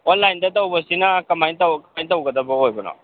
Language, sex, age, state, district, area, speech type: Manipuri, male, 30-45, Manipur, Tengnoupal, rural, conversation